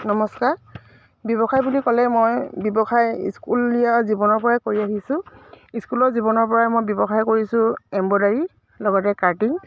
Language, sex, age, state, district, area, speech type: Assamese, female, 30-45, Assam, Dibrugarh, urban, spontaneous